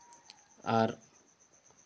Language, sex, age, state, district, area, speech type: Santali, male, 18-30, West Bengal, Bankura, rural, spontaneous